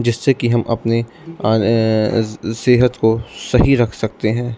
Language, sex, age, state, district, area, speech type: Urdu, male, 18-30, Delhi, East Delhi, urban, spontaneous